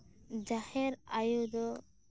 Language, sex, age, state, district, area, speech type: Santali, female, 18-30, West Bengal, Birbhum, rural, spontaneous